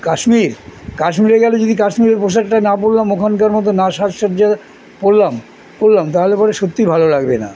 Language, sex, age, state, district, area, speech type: Bengali, male, 60+, West Bengal, Kolkata, urban, spontaneous